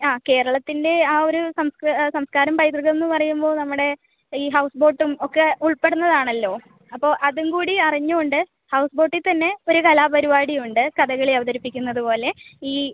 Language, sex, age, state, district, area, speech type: Malayalam, female, 18-30, Kerala, Kasaragod, urban, conversation